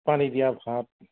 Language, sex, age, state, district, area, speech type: Assamese, male, 45-60, Assam, Charaideo, rural, conversation